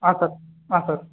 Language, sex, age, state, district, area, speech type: Kannada, male, 18-30, Karnataka, Kolar, rural, conversation